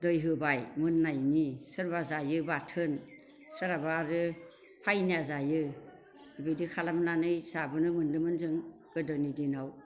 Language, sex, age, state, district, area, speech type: Bodo, female, 60+, Assam, Baksa, urban, spontaneous